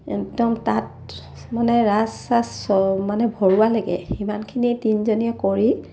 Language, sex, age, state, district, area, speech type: Assamese, female, 30-45, Assam, Sivasagar, rural, spontaneous